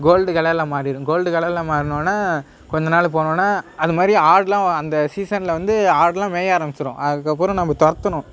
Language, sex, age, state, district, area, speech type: Tamil, male, 18-30, Tamil Nadu, Nagapattinam, rural, spontaneous